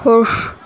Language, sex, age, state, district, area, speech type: Urdu, female, 18-30, Uttar Pradesh, Gautam Buddha Nagar, rural, read